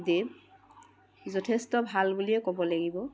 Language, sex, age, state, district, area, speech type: Assamese, female, 60+, Assam, Charaideo, urban, spontaneous